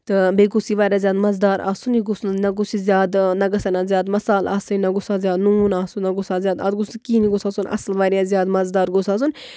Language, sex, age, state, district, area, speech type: Kashmiri, female, 30-45, Jammu and Kashmir, Baramulla, rural, spontaneous